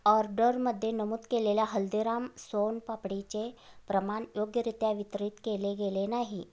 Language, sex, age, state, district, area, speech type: Marathi, female, 30-45, Maharashtra, Sangli, rural, read